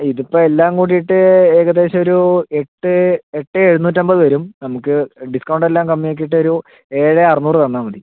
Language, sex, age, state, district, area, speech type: Malayalam, male, 45-60, Kerala, Palakkad, rural, conversation